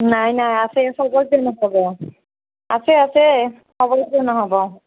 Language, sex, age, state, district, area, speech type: Assamese, female, 45-60, Assam, Nagaon, rural, conversation